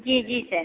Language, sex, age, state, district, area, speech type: Hindi, female, 45-60, Uttar Pradesh, Azamgarh, rural, conversation